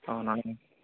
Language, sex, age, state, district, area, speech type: Telugu, male, 18-30, Andhra Pradesh, Annamaya, rural, conversation